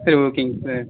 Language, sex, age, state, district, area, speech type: Tamil, male, 18-30, Tamil Nadu, Kallakurichi, rural, conversation